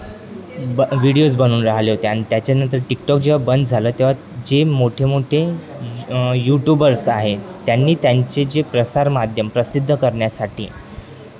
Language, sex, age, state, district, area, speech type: Marathi, male, 18-30, Maharashtra, Wardha, urban, spontaneous